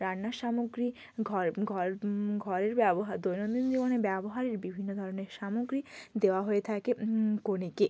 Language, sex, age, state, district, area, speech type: Bengali, female, 30-45, West Bengal, Bankura, urban, spontaneous